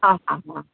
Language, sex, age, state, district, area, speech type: Sindhi, female, 60+, Uttar Pradesh, Lucknow, rural, conversation